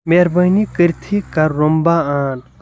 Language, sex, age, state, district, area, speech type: Kashmiri, male, 18-30, Jammu and Kashmir, Baramulla, urban, read